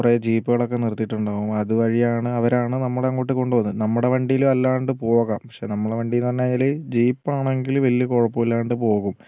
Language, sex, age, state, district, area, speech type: Malayalam, female, 18-30, Kerala, Wayanad, rural, spontaneous